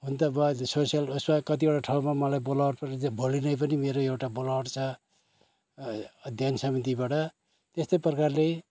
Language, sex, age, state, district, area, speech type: Nepali, male, 60+, West Bengal, Kalimpong, rural, spontaneous